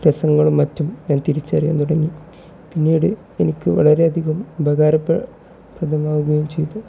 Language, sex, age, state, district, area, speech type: Malayalam, male, 18-30, Kerala, Kozhikode, rural, spontaneous